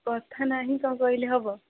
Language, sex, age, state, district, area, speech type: Odia, female, 18-30, Odisha, Jagatsinghpur, rural, conversation